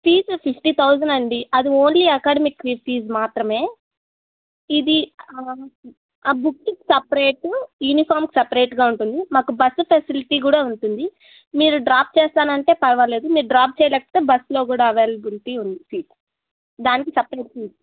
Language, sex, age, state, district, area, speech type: Telugu, female, 18-30, Andhra Pradesh, Annamaya, rural, conversation